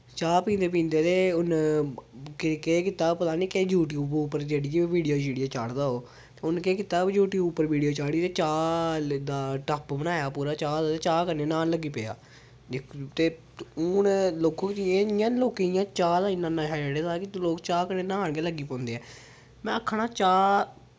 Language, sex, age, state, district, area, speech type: Dogri, male, 18-30, Jammu and Kashmir, Samba, rural, spontaneous